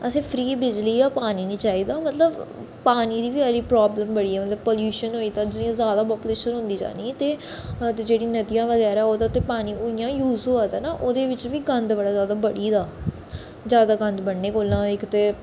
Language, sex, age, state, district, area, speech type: Dogri, female, 30-45, Jammu and Kashmir, Reasi, urban, spontaneous